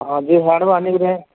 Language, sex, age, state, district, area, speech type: Odia, female, 45-60, Odisha, Nuapada, urban, conversation